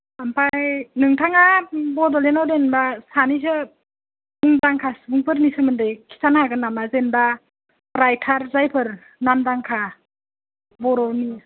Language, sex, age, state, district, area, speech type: Bodo, female, 18-30, Assam, Kokrajhar, rural, conversation